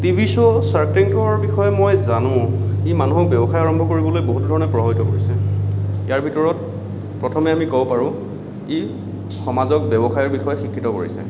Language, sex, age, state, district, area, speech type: Assamese, male, 30-45, Assam, Kamrup Metropolitan, rural, spontaneous